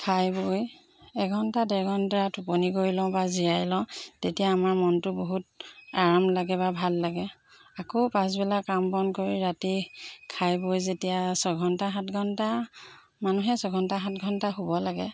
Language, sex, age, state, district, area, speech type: Assamese, female, 45-60, Assam, Jorhat, urban, spontaneous